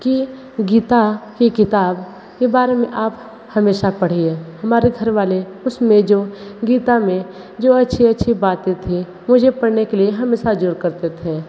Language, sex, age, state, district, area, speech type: Hindi, female, 18-30, Uttar Pradesh, Sonbhadra, rural, spontaneous